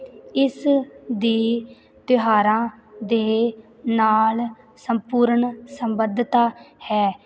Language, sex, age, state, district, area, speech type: Punjabi, female, 18-30, Punjab, Fazilka, rural, spontaneous